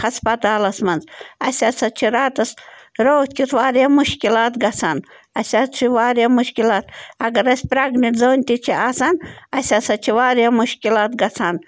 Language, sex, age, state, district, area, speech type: Kashmiri, female, 30-45, Jammu and Kashmir, Bandipora, rural, spontaneous